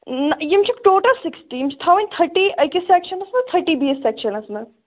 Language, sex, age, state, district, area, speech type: Kashmiri, female, 18-30, Jammu and Kashmir, Shopian, urban, conversation